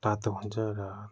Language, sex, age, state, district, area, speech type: Nepali, male, 30-45, West Bengal, Darjeeling, rural, spontaneous